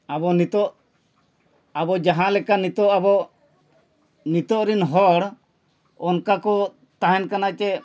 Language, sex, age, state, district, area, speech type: Santali, male, 45-60, Jharkhand, Bokaro, rural, spontaneous